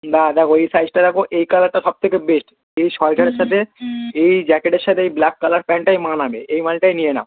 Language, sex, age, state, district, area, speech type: Bengali, male, 18-30, West Bengal, South 24 Parganas, rural, conversation